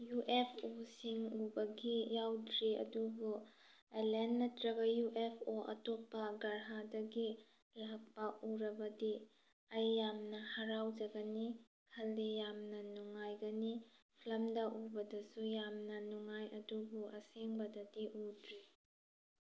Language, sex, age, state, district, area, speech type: Manipuri, female, 18-30, Manipur, Tengnoupal, rural, spontaneous